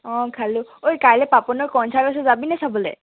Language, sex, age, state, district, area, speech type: Assamese, female, 18-30, Assam, Sivasagar, rural, conversation